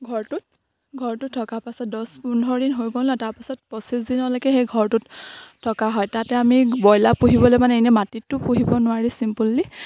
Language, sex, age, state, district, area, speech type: Assamese, female, 18-30, Assam, Sivasagar, rural, spontaneous